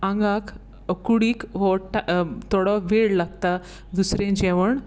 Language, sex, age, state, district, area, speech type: Goan Konkani, female, 30-45, Goa, Tiswadi, rural, spontaneous